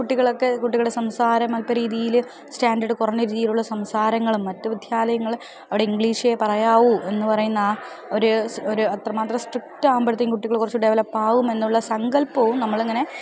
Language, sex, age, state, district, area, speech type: Malayalam, female, 30-45, Kerala, Thiruvananthapuram, urban, spontaneous